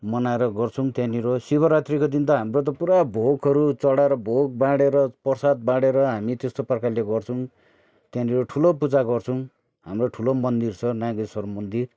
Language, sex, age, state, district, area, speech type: Nepali, male, 30-45, West Bengal, Darjeeling, rural, spontaneous